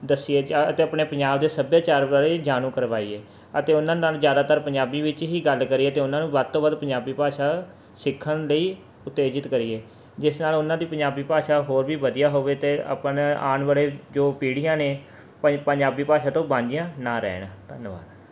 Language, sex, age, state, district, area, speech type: Punjabi, male, 18-30, Punjab, Mansa, urban, spontaneous